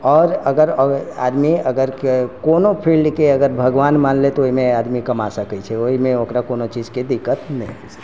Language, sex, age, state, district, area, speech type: Maithili, male, 60+, Bihar, Sitamarhi, rural, spontaneous